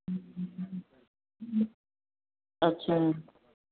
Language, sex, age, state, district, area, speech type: Sindhi, female, 60+, Gujarat, Surat, urban, conversation